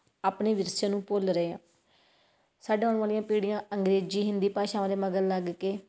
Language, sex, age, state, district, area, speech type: Punjabi, female, 30-45, Punjab, Tarn Taran, rural, spontaneous